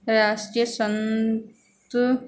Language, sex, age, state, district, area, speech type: Sindhi, female, 18-30, Rajasthan, Ajmer, urban, spontaneous